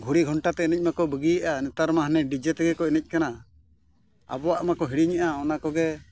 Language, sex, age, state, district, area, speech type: Santali, male, 45-60, Odisha, Mayurbhanj, rural, spontaneous